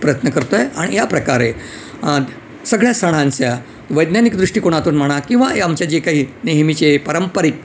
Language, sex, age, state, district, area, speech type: Marathi, male, 60+, Maharashtra, Yavatmal, urban, spontaneous